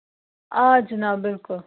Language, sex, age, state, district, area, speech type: Kashmiri, female, 18-30, Jammu and Kashmir, Budgam, rural, conversation